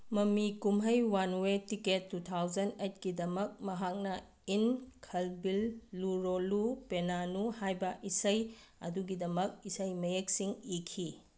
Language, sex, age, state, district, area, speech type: Manipuri, female, 30-45, Manipur, Bishnupur, rural, read